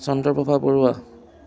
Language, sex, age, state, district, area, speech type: Assamese, male, 30-45, Assam, Biswanath, rural, spontaneous